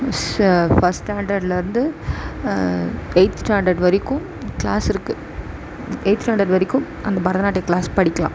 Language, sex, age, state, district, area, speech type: Tamil, female, 18-30, Tamil Nadu, Tiruvannamalai, urban, spontaneous